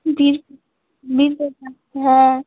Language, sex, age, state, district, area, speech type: Bengali, female, 45-60, West Bengal, Alipurduar, rural, conversation